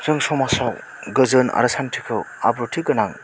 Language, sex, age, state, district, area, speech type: Bodo, male, 30-45, Assam, Chirang, rural, spontaneous